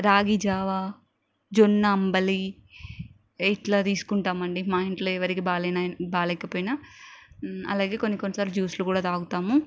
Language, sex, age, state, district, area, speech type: Telugu, female, 30-45, Telangana, Mancherial, rural, spontaneous